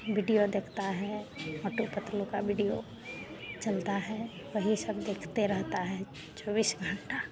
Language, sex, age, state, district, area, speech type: Hindi, female, 45-60, Bihar, Madhepura, rural, spontaneous